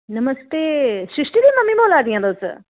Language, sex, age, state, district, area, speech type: Dogri, female, 30-45, Jammu and Kashmir, Udhampur, urban, conversation